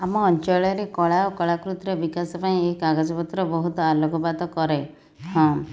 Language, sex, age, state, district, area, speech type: Odia, female, 30-45, Odisha, Nayagarh, rural, spontaneous